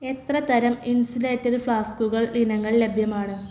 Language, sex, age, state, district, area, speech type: Malayalam, female, 18-30, Kerala, Malappuram, rural, read